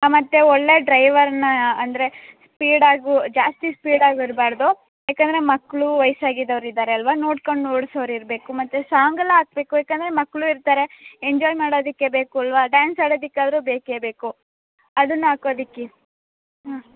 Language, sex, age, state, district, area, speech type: Kannada, female, 18-30, Karnataka, Mandya, rural, conversation